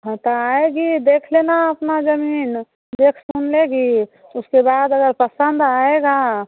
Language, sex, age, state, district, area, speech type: Hindi, female, 30-45, Bihar, Muzaffarpur, rural, conversation